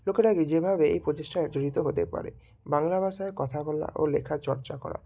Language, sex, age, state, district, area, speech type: Bengali, male, 18-30, West Bengal, Bankura, urban, spontaneous